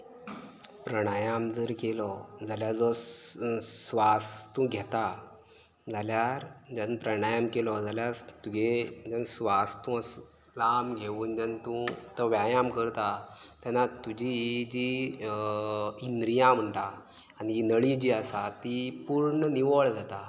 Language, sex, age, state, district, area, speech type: Goan Konkani, male, 30-45, Goa, Canacona, rural, spontaneous